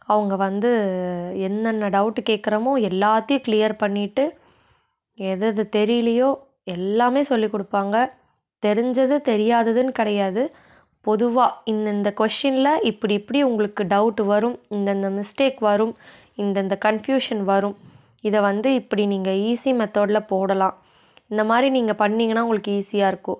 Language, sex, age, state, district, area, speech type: Tamil, female, 18-30, Tamil Nadu, Coimbatore, rural, spontaneous